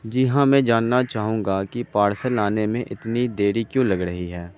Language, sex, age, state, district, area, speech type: Urdu, male, 18-30, Bihar, Saharsa, rural, spontaneous